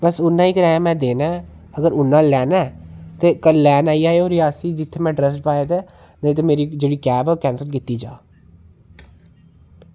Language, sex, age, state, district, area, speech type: Dogri, male, 30-45, Jammu and Kashmir, Reasi, rural, spontaneous